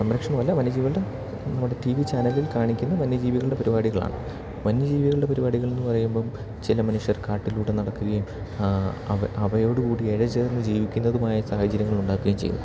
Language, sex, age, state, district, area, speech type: Malayalam, male, 30-45, Kerala, Idukki, rural, spontaneous